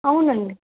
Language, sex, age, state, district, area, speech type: Telugu, female, 18-30, Andhra Pradesh, Eluru, urban, conversation